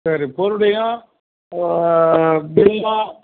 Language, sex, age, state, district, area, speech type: Tamil, male, 60+, Tamil Nadu, Cuddalore, rural, conversation